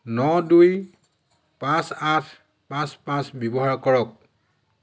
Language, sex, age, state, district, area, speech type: Assamese, male, 60+, Assam, Dhemaji, urban, read